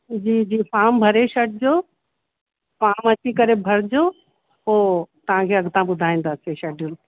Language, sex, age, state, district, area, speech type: Sindhi, female, 30-45, Uttar Pradesh, Lucknow, urban, conversation